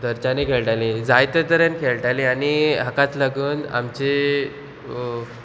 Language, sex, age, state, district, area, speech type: Goan Konkani, male, 18-30, Goa, Murmgao, rural, spontaneous